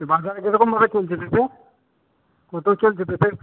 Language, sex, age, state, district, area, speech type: Bengali, male, 18-30, West Bengal, Paschim Bardhaman, rural, conversation